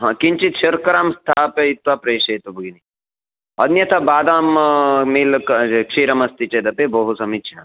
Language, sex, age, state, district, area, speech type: Sanskrit, male, 45-60, Karnataka, Uttara Kannada, urban, conversation